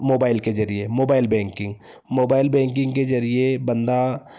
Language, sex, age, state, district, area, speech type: Hindi, male, 30-45, Madhya Pradesh, Betul, urban, spontaneous